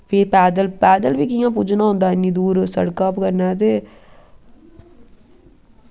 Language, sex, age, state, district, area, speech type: Dogri, female, 18-30, Jammu and Kashmir, Samba, rural, spontaneous